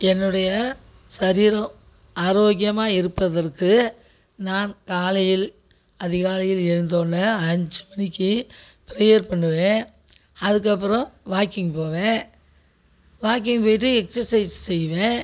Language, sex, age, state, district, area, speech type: Tamil, female, 60+, Tamil Nadu, Tiruchirappalli, rural, spontaneous